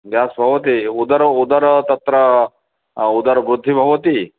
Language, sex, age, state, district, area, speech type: Sanskrit, male, 45-60, Odisha, Cuttack, urban, conversation